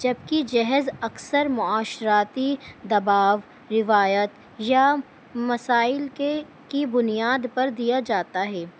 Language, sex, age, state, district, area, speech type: Urdu, female, 18-30, Delhi, New Delhi, urban, spontaneous